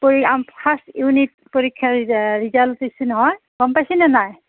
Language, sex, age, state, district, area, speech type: Assamese, female, 45-60, Assam, Nalbari, rural, conversation